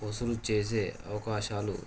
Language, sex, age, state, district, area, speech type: Telugu, male, 30-45, Telangana, Jangaon, rural, spontaneous